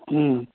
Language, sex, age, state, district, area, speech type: Bengali, male, 60+, West Bengal, Kolkata, urban, conversation